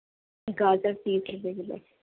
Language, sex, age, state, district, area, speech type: Urdu, female, 18-30, Uttar Pradesh, Gautam Buddha Nagar, rural, conversation